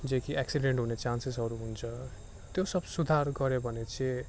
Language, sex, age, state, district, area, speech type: Nepali, male, 18-30, West Bengal, Darjeeling, rural, spontaneous